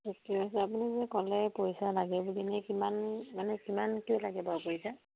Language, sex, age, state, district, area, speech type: Assamese, female, 18-30, Assam, Dibrugarh, rural, conversation